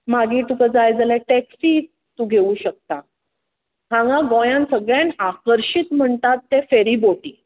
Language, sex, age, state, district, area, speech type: Goan Konkani, female, 45-60, Goa, Tiswadi, rural, conversation